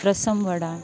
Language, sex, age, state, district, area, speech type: Gujarati, female, 30-45, Gujarat, Valsad, urban, spontaneous